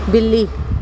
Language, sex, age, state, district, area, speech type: Punjabi, female, 30-45, Punjab, Pathankot, urban, read